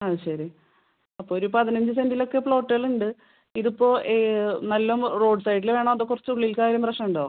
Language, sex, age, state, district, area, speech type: Malayalam, female, 30-45, Kerala, Thrissur, urban, conversation